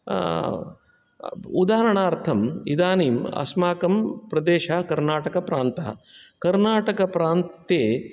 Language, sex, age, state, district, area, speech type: Sanskrit, male, 60+, Karnataka, Shimoga, urban, spontaneous